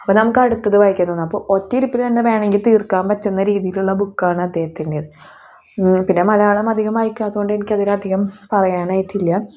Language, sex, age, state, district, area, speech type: Malayalam, female, 18-30, Kerala, Thrissur, rural, spontaneous